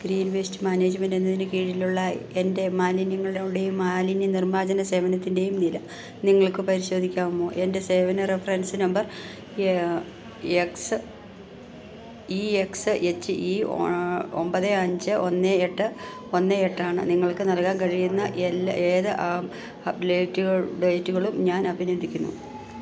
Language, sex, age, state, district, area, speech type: Malayalam, female, 45-60, Kerala, Idukki, rural, read